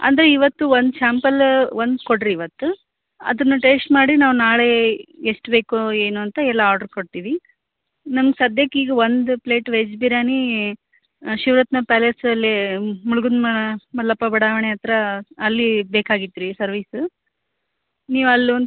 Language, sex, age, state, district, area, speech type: Kannada, female, 30-45, Karnataka, Gadag, rural, conversation